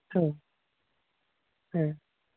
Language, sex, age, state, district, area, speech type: Bodo, female, 45-60, Assam, Udalguri, urban, conversation